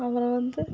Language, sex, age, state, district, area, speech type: Tamil, female, 45-60, Tamil Nadu, Kallakurichi, urban, spontaneous